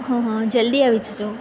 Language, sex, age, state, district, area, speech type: Gujarati, female, 18-30, Gujarat, Valsad, urban, spontaneous